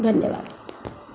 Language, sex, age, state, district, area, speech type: Marathi, female, 30-45, Maharashtra, Sindhudurg, rural, spontaneous